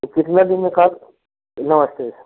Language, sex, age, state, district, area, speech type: Hindi, male, 60+, Uttar Pradesh, Ghazipur, rural, conversation